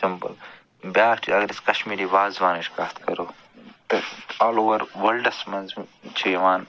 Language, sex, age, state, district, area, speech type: Kashmiri, male, 45-60, Jammu and Kashmir, Budgam, urban, spontaneous